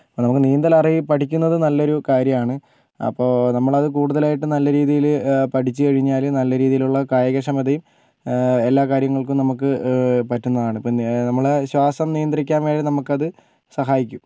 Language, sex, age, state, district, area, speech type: Malayalam, male, 18-30, Kerala, Kozhikode, rural, spontaneous